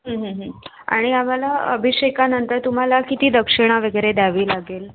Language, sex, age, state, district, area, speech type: Marathi, female, 18-30, Maharashtra, Raigad, rural, conversation